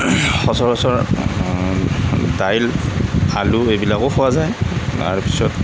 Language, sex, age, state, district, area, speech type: Assamese, male, 45-60, Assam, Darrang, rural, spontaneous